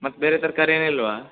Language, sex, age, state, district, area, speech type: Kannada, male, 18-30, Karnataka, Uttara Kannada, rural, conversation